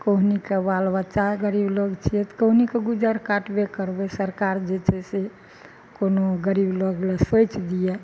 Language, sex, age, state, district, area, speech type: Maithili, female, 60+, Bihar, Madhepura, urban, spontaneous